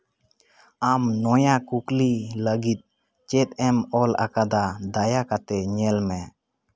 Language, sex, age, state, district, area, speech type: Santali, male, 18-30, West Bengal, Jhargram, rural, read